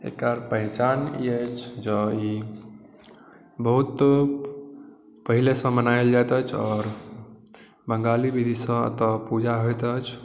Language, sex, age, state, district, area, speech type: Maithili, male, 18-30, Bihar, Madhubani, rural, spontaneous